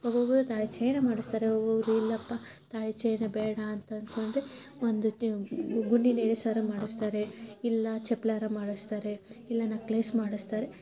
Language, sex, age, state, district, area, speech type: Kannada, female, 30-45, Karnataka, Gadag, rural, spontaneous